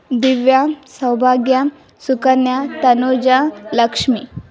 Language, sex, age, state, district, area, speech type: Kannada, female, 18-30, Karnataka, Tumkur, rural, spontaneous